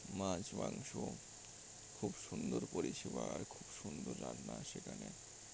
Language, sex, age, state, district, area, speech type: Bengali, male, 60+, West Bengal, Birbhum, urban, spontaneous